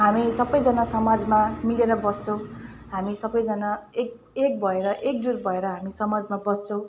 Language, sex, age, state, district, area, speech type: Nepali, female, 30-45, West Bengal, Jalpaiguri, urban, spontaneous